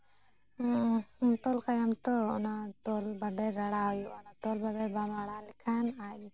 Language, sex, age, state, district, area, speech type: Santali, female, 18-30, West Bengal, Jhargram, rural, spontaneous